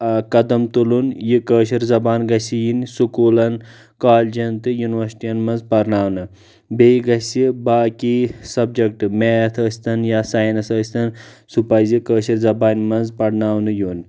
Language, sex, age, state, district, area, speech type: Kashmiri, male, 30-45, Jammu and Kashmir, Shopian, rural, spontaneous